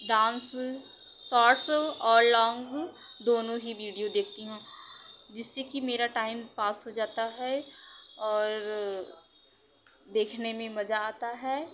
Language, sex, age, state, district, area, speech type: Hindi, female, 30-45, Uttar Pradesh, Mirzapur, rural, spontaneous